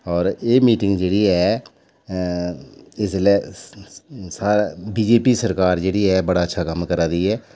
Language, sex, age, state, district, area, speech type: Dogri, male, 45-60, Jammu and Kashmir, Udhampur, urban, spontaneous